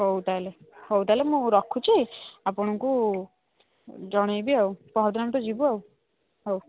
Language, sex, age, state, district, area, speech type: Odia, female, 45-60, Odisha, Angul, rural, conversation